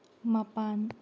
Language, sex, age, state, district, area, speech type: Manipuri, female, 18-30, Manipur, Tengnoupal, rural, read